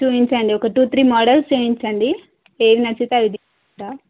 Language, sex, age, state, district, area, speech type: Telugu, female, 18-30, Telangana, Suryapet, urban, conversation